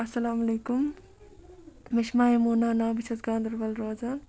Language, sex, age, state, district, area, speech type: Kashmiri, female, 45-60, Jammu and Kashmir, Ganderbal, rural, spontaneous